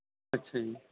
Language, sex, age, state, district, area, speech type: Punjabi, male, 30-45, Punjab, Bathinda, rural, conversation